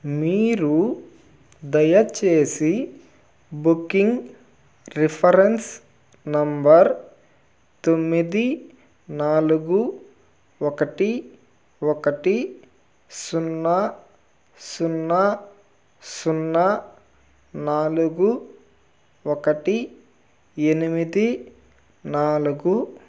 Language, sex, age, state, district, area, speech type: Telugu, male, 30-45, Andhra Pradesh, Nellore, rural, read